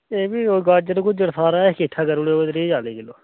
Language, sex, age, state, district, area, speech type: Dogri, male, 18-30, Jammu and Kashmir, Udhampur, rural, conversation